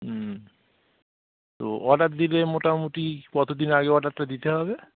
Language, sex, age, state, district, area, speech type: Bengali, male, 45-60, West Bengal, Dakshin Dinajpur, rural, conversation